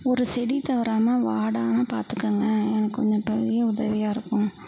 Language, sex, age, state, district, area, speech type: Tamil, female, 45-60, Tamil Nadu, Perambalur, urban, spontaneous